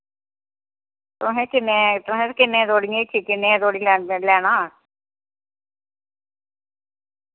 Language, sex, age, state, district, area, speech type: Dogri, female, 60+, Jammu and Kashmir, Reasi, rural, conversation